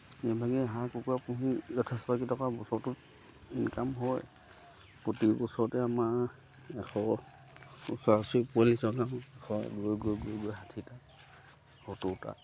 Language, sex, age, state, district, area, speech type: Assamese, male, 60+, Assam, Lakhimpur, urban, spontaneous